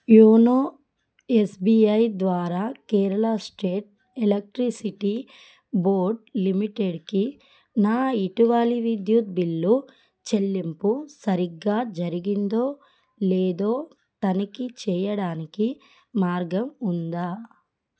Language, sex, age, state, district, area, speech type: Telugu, female, 30-45, Telangana, Adilabad, rural, read